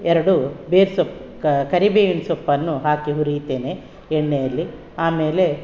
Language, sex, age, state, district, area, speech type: Kannada, female, 60+, Karnataka, Udupi, rural, spontaneous